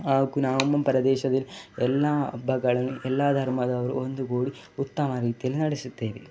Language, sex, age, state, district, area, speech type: Kannada, male, 18-30, Karnataka, Dakshina Kannada, rural, spontaneous